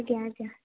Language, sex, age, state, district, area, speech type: Odia, female, 18-30, Odisha, Rayagada, rural, conversation